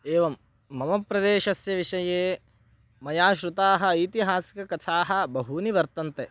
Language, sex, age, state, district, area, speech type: Sanskrit, male, 18-30, Karnataka, Bagalkot, rural, spontaneous